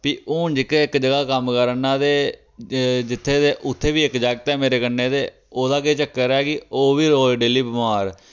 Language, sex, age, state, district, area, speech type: Dogri, male, 30-45, Jammu and Kashmir, Reasi, rural, spontaneous